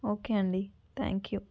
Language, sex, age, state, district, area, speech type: Telugu, female, 30-45, Andhra Pradesh, Chittoor, urban, spontaneous